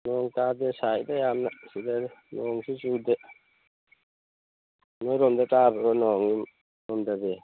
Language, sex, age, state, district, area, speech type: Manipuri, male, 30-45, Manipur, Thoubal, rural, conversation